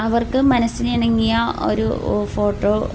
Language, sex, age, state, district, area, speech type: Malayalam, female, 30-45, Kerala, Kozhikode, rural, spontaneous